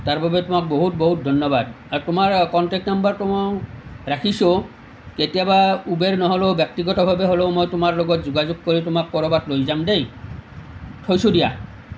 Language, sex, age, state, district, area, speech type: Assamese, male, 45-60, Assam, Nalbari, rural, spontaneous